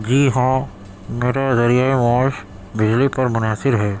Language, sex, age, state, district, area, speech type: Urdu, male, 18-30, Delhi, Central Delhi, urban, spontaneous